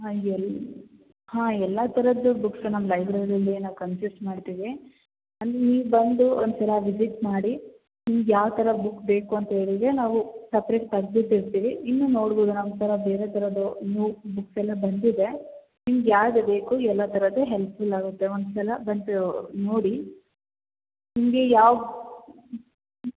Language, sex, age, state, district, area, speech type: Kannada, female, 18-30, Karnataka, Hassan, urban, conversation